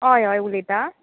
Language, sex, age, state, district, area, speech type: Goan Konkani, female, 18-30, Goa, Canacona, rural, conversation